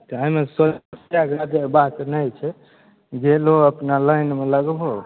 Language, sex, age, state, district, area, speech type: Maithili, male, 18-30, Bihar, Begusarai, rural, conversation